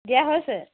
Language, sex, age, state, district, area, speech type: Assamese, female, 45-60, Assam, Dibrugarh, rural, conversation